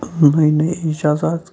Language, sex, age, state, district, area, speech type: Kashmiri, male, 18-30, Jammu and Kashmir, Kulgam, rural, spontaneous